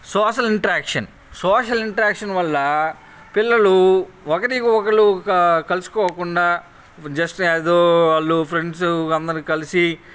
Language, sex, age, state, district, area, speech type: Telugu, male, 30-45, Andhra Pradesh, Bapatla, rural, spontaneous